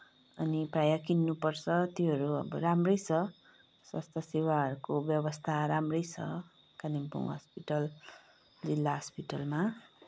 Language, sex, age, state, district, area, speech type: Nepali, female, 30-45, West Bengal, Kalimpong, rural, spontaneous